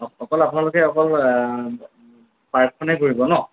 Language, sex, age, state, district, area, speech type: Assamese, male, 18-30, Assam, Jorhat, urban, conversation